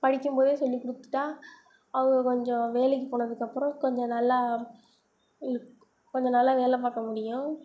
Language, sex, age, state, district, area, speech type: Tamil, female, 18-30, Tamil Nadu, Sivaganga, rural, spontaneous